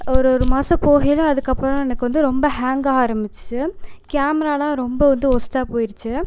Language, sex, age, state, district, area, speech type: Tamil, female, 18-30, Tamil Nadu, Pudukkottai, rural, spontaneous